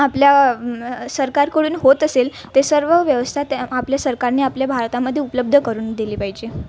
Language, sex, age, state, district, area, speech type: Marathi, female, 18-30, Maharashtra, Nagpur, urban, spontaneous